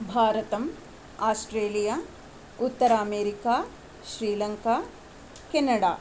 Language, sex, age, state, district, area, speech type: Sanskrit, female, 45-60, Karnataka, Shimoga, urban, spontaneous